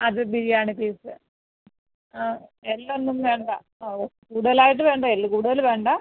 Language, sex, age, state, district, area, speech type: Malayalam, female, 45-60, Kerala, Alappuzha, rural, conversation